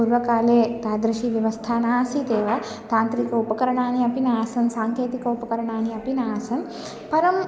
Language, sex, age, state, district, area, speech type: Sanskrit, female, 18-30, Telangana, Ranga Reddy, urban, spontaneous